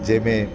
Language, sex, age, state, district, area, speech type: Sindhi, male, 45-60, Delhi, South Delhi, rural, spontaneous